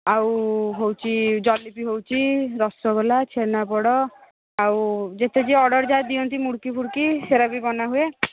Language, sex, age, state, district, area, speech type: Odia, female, 45-60, Odisha, Angul, rural, conversation